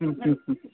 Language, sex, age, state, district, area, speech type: Assamese, male, 18-30, Assam, Goalpara, rural, conversation